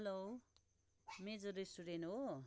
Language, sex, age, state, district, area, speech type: Nepali, female, 30-45, West Bengal, Darjeeling, rural, spontaneous